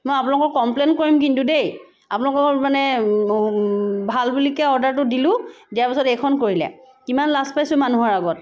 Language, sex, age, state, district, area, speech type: Assamese, female, 30-45, Assam, Sivasagar, rural, spontaneous